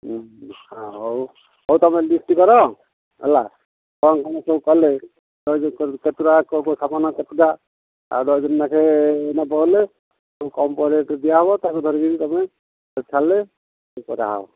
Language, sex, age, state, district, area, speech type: Odia, male, 60+, Odisha, Gajapati, rural, conversation